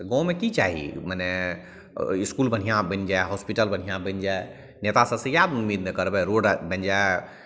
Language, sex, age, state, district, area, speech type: Maithili, male, 45-60, Bihar, Madhepura, urban, spontaneous